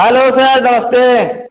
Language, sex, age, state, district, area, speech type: Hindi, male, 60+, Uttar Pradesh, Ayodhya, rural, conversation